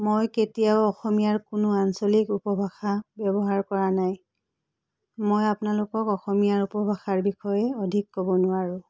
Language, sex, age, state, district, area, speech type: Assamese, female, 45-60, Assam, Biswanath, rural, spontaneous